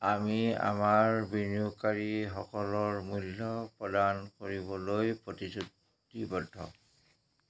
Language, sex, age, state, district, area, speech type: Assamese, male, 45-60, Assam, Dhemaji, rural, read